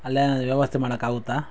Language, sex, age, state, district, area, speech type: Kannada, male, 30-45, Karnataka, Chikkaballapur, rural, spontaneous